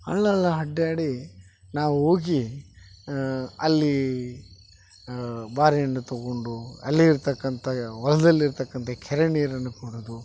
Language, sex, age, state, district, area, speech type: Kannada, male, 30-45, Karnataka, Koppal, rural, spontaneous